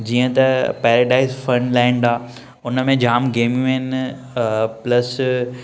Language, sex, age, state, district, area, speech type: Sindhi, male, 30-45, Maharashtra, Thane, urban, spontaneous